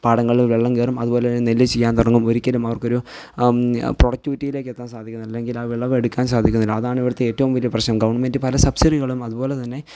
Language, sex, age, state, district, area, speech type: Malayalam, male, 18-30, Kerala, Pathanamthitta, rural, spontaneous